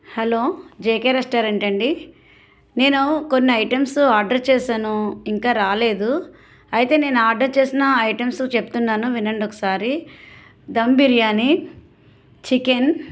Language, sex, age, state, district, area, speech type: Telugu, female, 45-60, Andhra Pradesh, Eluru, rural, spontaneous